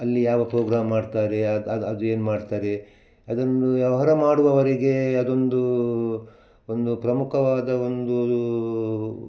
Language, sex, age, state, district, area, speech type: Kannada, male, 60+, Karnataka, Udupi, rural, spontaneous